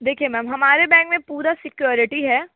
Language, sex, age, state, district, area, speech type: Hindi, female, 18-30, Uttar Pradesh, Sonbhadra, rural, conversation